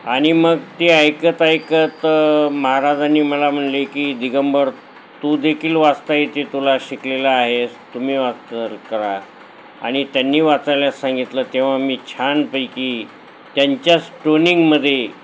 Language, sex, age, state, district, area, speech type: Marathi, male, 60+, Maharashtra, Nanded, urban, spontaneous